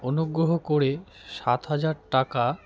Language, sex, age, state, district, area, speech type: Bengali, male, 18-30, West Bengal, Alipurduar, rural, read